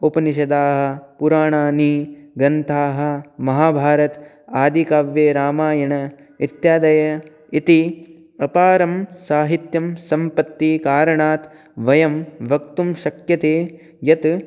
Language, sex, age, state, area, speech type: Sanskrit, male, 18-30, Rajasthan, rural, spontaneous